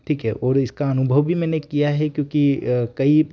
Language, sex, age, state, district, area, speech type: Hindi, male, 18-30, Madhya Pradesh, Ujjain, rural, spontaneous